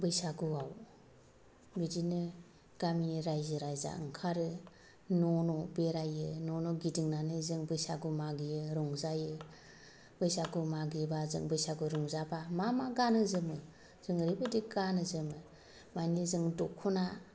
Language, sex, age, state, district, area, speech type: Bodo, female, 30-45, Assam, Kokrajhar, rural, spontaneous